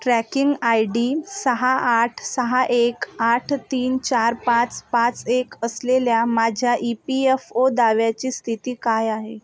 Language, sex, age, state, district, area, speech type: Marathi, female, 30-45, Maharashtra, Amravati, rural, read